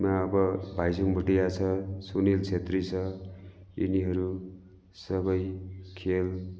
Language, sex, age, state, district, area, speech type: Nepali, male, 45-60, West Bengal, Darjeeling, rural, spontaneous